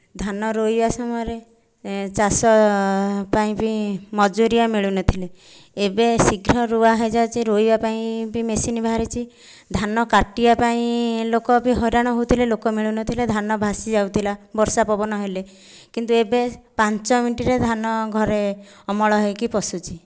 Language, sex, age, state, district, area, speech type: Odia, female, 30-45, Odisha, Dhenkanal, rural, spontaneous